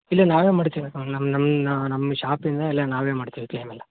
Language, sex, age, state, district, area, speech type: Kannada, male, 18-30, Karnataka, Koppal, rural, conversation